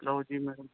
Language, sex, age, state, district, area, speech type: Urdu, male, 45-60, Delhi, South Delhi, urban, conversation